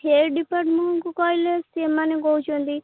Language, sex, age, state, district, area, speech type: Odia, female, 18-30, Odisha, Kendrapara, urban, conversation